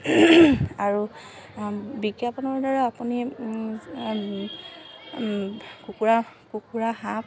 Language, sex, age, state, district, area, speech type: Assamese, female, 45-60, Assam, Dibrugarh, rural, spontaneous